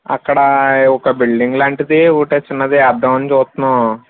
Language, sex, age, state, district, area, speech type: Telugu, male, 30-45, Andhra Pradesh, East Godavari, rural, conversation